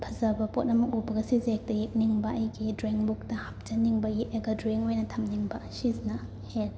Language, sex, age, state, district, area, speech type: Manipuri, female, 18-30, Manipur, Imphal West, rural, spontaneous